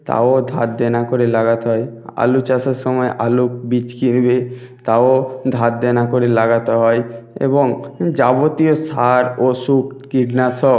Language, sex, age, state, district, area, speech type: Bengali, male, 30-45, West Bengal, Nadia, rural, spontaneous